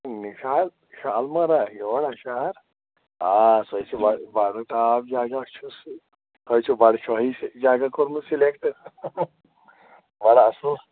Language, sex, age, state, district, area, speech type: Kashmiri, female, 45-60, Jammu and Kashmir, Shopian, rural, conversation